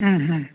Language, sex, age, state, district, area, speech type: Manipuri, male, 60+, Manipur, Imphal East, rural, conversation